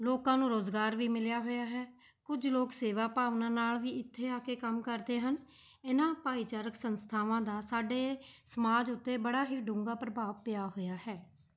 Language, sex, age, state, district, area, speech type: Punjabi, female, 45-60, Punjab, Mohali, urban, spontaneous